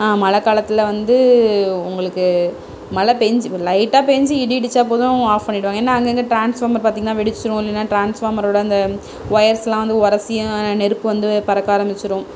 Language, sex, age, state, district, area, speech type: Tamil, female, 30-45, Tamil Nadu, Tiruvarur, urban, spontaneous